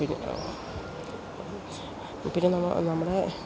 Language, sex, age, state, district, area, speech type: Malayalam, female, 60+, Kerala, Idukki, rural, spontaneous